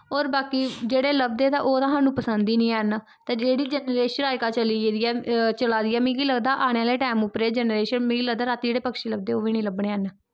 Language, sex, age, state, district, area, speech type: Dogri, female, 18-30, Jammu and Kashmir, Kathua, rural, spontaneous